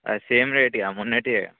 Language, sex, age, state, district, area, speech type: Telugu, male, 18-30, Telangana, Nirmal, rural, conversation